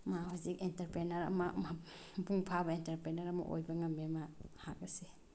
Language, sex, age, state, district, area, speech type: Manipuri, female, 18-30, Manipur, Bishnupur, rural, spontaneous